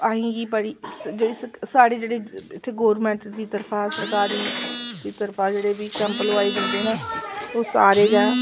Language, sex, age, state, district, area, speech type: Dogri, female, 30-45, Jammu and Kashmir, Samba, urban, spontaneous